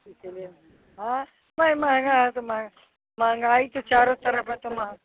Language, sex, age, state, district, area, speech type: Hindi, female, 60+, Uttar Pradesh, Azamgarh, rural, conversation